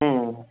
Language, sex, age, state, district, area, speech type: Bengali, male, 30-45, West Bengal, Bankura, urban, conversation